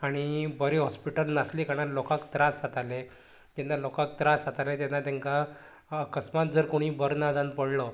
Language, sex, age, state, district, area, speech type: Goan Konkani, male, 18-30, Goa, Canacona, rural, spontaneous